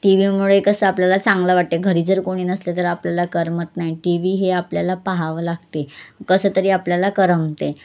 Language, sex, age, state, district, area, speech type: Marathi, female, 30-45, Maharashtra, Wardha, rural, spontaneous